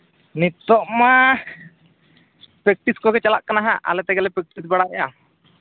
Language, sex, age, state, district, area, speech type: Santali, male, 30-45, Jharkhand, East Singhbhum, rural, conversation